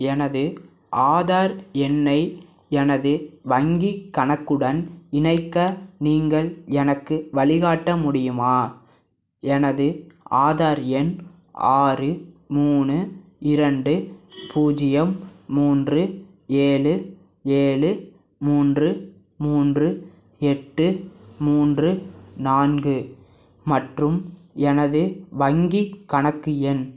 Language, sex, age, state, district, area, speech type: Tamil, male, 18-30, Tamil Nadu, Thanjavur, rural, read